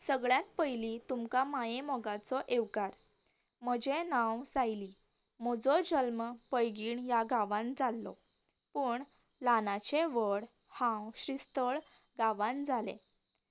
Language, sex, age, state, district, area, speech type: Goan Konkani, female, 18-30, Goa, Canacona, rural, spontaneous